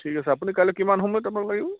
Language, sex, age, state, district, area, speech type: Assamese, male, 30-45, Assam, Jorhat, urban, conversation